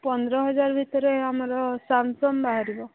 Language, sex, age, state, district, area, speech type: Odia, female, 18-30, Odisha, Subarnapur, urban, conversation